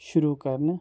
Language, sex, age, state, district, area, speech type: Kashmiri, male, 18-30, Jammu and Kashmir, Ganderbal, rural, spontaneous